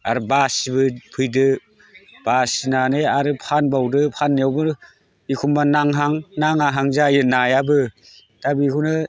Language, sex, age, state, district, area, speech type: Bodo, male, 45-60, Assam, Chirang, rural, spontaneous